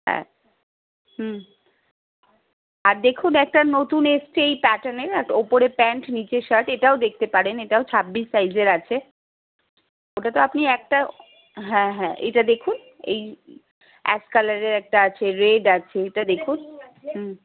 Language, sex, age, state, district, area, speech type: Bengali, female, 30-45, West Bengal, Darjeeling, rural, conversation